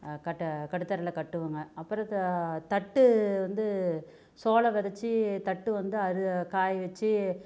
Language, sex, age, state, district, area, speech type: Tamil, female, 45-60, Tamil Nadu, Namakkal, rural, spontaneous